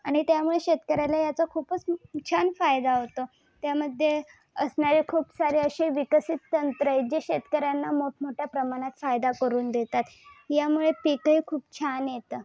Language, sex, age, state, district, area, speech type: Marathi, female, 18-30, Maharashtra, Thane, urban, spontaneous